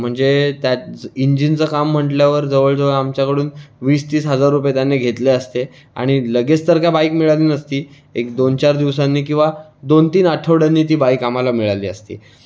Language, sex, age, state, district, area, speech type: Marathi, male, 18-30, Maharashtra, Raigad, rural, spontaneous